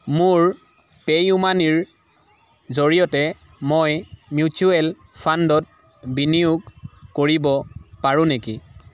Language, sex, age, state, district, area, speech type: Assamese, male, 18-30, Assam, Dibrugarh, rural, read